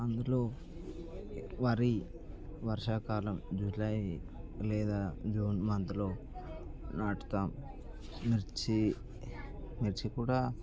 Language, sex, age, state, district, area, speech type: Telugu, male, 18-30, Telangana, Nirmal, rural, spontaneous